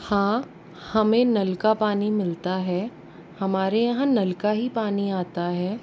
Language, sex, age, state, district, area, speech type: Hindi, female, 45-60, Rajasthan, Jaipur, urban, spontaneous